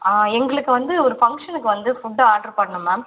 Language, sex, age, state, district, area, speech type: Tamil, female, 45-60, Tamil Nadu, Cuddalore, rural, conversation